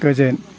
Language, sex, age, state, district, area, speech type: Bodo, male, 60+, Assam, Chirang, rural, read